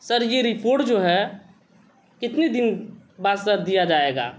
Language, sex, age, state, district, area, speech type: Urdu, male, 18-30, Bihar, Madhubani, urban, spontaneous